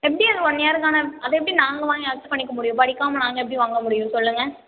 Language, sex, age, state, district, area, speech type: Tamil, female, 18-30, Tamil Nadu, Karur, rural, conversation